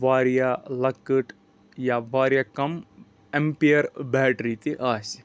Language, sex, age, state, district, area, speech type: Kashmiri, male, 30-45, Jammu and Kashmir, Anantnag, rural, spontaneous